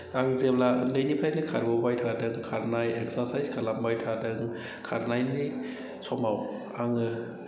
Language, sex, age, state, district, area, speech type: Bodo, male, 30-45, Assam, Udalguri, rural, spontaneous